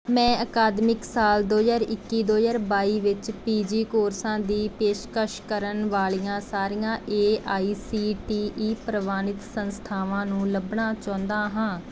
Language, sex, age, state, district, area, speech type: Punjabi, female, 18-30, Punjab, Bathinda, rural, read